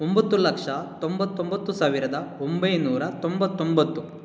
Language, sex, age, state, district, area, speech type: Kannada, male, 18-30, Karnataka, Kolar, rural, spontaneous